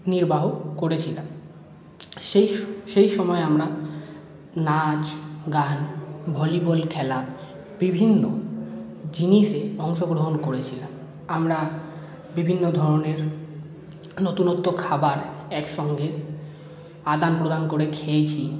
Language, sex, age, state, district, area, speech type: Bengali, male, 45-60, West Bengal, Paschim Bardhaman, urban, spontaneous